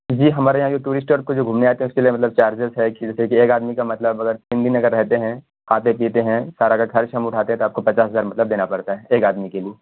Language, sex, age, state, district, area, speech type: Urdu, male, 18-30, Bihar, Purnia, rural, conversation